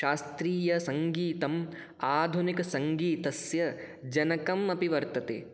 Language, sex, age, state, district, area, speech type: Sanskrit, male, 18-30, Rajasthan, Jaipur, urban, spontaneous